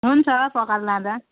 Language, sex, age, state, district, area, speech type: Nepali, female, 45-60, West Bengal, Jalpaiguri, rural, conversation